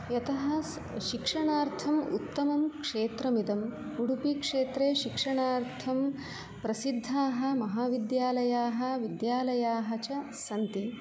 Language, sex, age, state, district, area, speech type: Sanskrit, female, 45-60, Karnataka, Udupi, rural, spontaneous